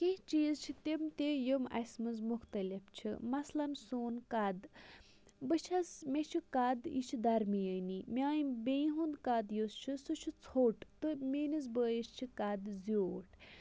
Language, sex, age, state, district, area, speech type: Kashmiri, female, 45-60, Jammu and Kashmir, Bandipora, rural, spontaneous